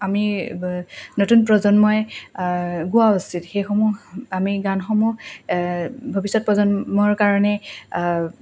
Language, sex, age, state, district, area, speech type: Assamese, female, 18-30, Assam, Lakhimpur, rural, spontaneous